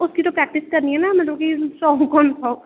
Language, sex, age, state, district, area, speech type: Dogri, female, 18-30, Jammu and Kashmir, Kathua, rural, conversation